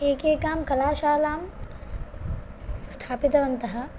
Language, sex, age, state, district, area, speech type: Sanskrit, female, 18-30, Karnataka, Bagalkot, rural, spontaneous